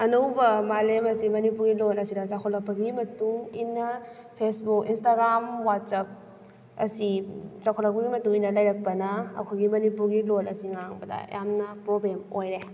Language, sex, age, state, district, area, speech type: Manipuri, female, 18-30, Manipur, Kakching, rural, spontaneous